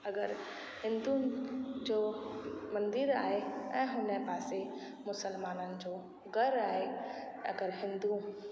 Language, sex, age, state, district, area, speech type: Sindhi, female, 30-45, Rajasthan, Ajmer, urban, spontaneous